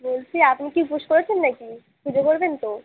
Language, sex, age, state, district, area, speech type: Bengali, female, 30-45, West Bengal, Uttar Dinajpur, urban, conversation